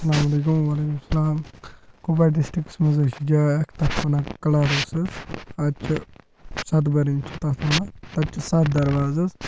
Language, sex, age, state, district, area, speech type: Kashmiri, male, 18-30, Jammu and Kashmir, Kupwara, rural, spontaneous